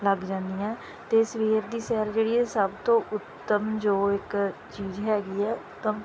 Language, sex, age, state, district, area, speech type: Punjabi, female, 30-45, Punjab, Tarn Taran, rural, spontaneous